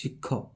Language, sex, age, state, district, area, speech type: Odia, male, 45-60, Odisha, Balasore, rural, read